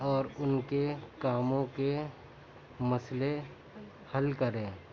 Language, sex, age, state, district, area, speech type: Urdu, male, 60+, Uttar Pradesh, Gautam Buddha Nagar, urban, spontaneous